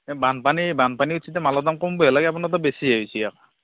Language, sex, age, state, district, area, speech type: Assamese, male, 30-45, Assam, Darrang, rural, conversation